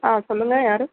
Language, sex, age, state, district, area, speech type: Tamil, female, 30-45, Tamil Nadu, Chennai, urban, conversation